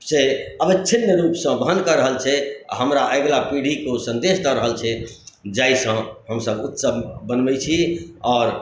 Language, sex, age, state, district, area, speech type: Maithili, male, 45-60, Bihar, Madhubani, urban, spontaneous